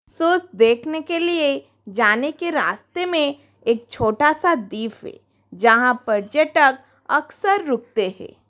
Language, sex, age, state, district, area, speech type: Hindi, female, 30-45, Rajasthan, Jodhpur, rural, read